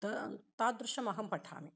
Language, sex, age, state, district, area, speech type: Sanskrit, female, 45-60, Telangana, Nirmal, urban, spontaneous